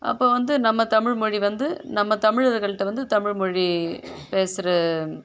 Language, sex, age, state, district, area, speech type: Tamil, female, 60+, Tamil Nadu, Kallakurichi, urban, spontaneous